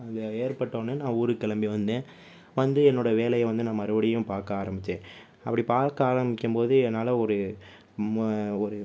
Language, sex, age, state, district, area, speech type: Tamil, male, 30-45, Tamil Nadu, Pudukkottai, rural, spontaneous